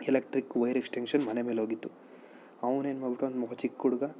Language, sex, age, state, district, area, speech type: Kannada, male, 30-45, Karnataka, Chikkaballapur, urban, spontaneous